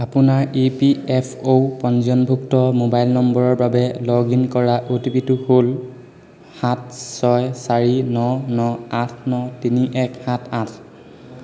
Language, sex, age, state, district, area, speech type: Assamese, male, 18-30, Assam, Sivasagar, urban, read